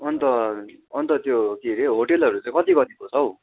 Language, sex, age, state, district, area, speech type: Nepali, male, 18-30, West Bengal, Darjeeling, rural, conversation